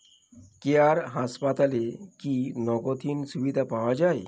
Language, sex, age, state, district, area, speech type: Bengali, male, 45-60, West Bengal, North 24 Parganas, urban, read